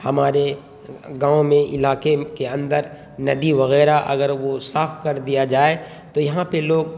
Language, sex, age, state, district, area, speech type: Urdu, male, 30-45, Bihar, Khagaria, rural, spontaneous